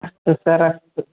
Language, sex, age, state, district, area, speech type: Sanskrit, female, 18-30, Kerala, Thrissur, urban, conversation